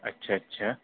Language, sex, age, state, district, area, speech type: Urdu, male, 45-60, Delhi, Central Delhi, urban, conversation